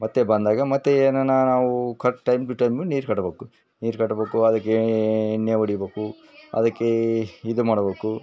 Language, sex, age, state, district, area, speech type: Kannada, male, 30-45, Karnataka, Vijayanagara, rural, spontaneous